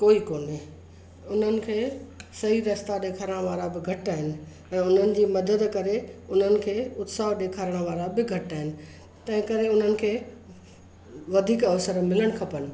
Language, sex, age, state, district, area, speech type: Sindhi, female, 60+, Maharashtra, Mumbai Suburban, urban, spontaneous